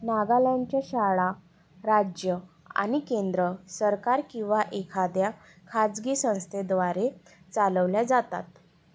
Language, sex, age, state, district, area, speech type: Marathi, female, 18-30, Maharashtra, Nagpur, urban, read